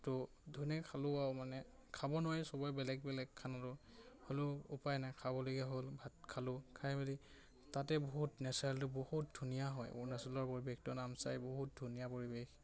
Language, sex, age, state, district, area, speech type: Assamese, male, 18-30, Assam, Majuli, urban, spontaneous